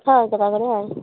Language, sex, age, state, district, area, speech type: Goan Konkani, female, 45-60, Goa, Quepem, rural, conversation